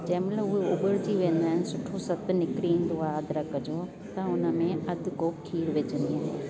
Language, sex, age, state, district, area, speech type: Sindhi, female, 60+, Delhi, South Delhi, urban, spontaneous